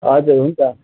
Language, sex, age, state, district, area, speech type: Nepali, male, 18-30, West Bengal, Darjeeling, rural, conversation